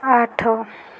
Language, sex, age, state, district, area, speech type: Odia, female, 18-30, Odisha, Subarnapur, urban, read